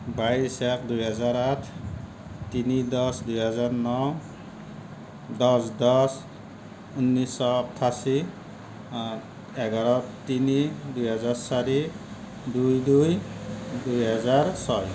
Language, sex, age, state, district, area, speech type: Assamese, male, 45-60, Assam, Kamrup Metropolitan, rural, spontaneous